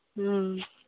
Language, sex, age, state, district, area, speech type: Santali, female, 18-30, West Bengal, Birbhum, rural, conversation